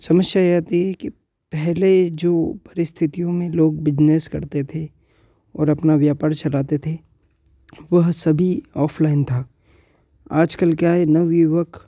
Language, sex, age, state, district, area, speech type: Hindi, male, 18-30, Madhya Pradesh, Ujjain, urban, spontaneous